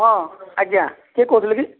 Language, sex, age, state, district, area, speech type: Odia, male, 30-45, Odisha, Boudh, rural, conversation